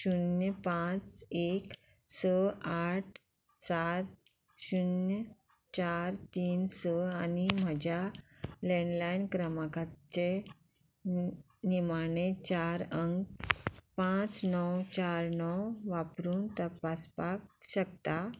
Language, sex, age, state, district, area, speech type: Goan Konkani, female, 45-60, Goa, Murmgao, urban, read